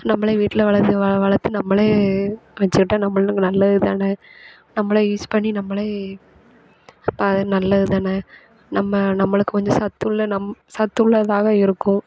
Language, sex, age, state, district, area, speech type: Tamil, female, 18-30, Tamil Nadu, Thoothukudi, urban, spontaneous